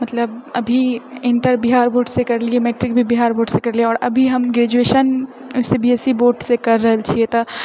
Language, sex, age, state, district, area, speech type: Maithili, female, 30-45, Bihar, Purnia, urban, spontaneous